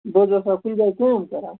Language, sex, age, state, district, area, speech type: Kashmiri, male, 18-30, Jammu and Kashmir, Baramulla, rural, conversation